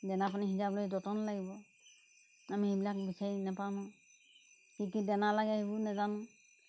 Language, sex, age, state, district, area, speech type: Assamese, female, 60+, Assam, Golaghat, rural, spontaneous